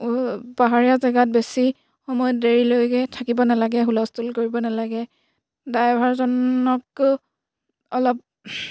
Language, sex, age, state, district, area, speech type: Assamese, female, 18-30, Assam, Sivasagar, rural, spontaneous